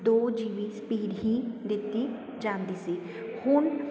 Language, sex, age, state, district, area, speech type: Punjabi, female, 30-45, Punjab, Sangrur, rural, spontaneous